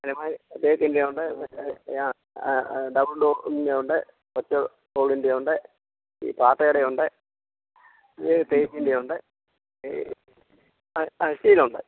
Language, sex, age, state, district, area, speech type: Malayalam, male, 45-60, Kerala, Kottayam, rural, conversation